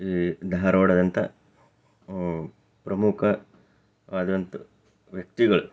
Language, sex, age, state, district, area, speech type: Kannada, male, 30-45, Karnataka, Chikkaballapur, urban, spontaneous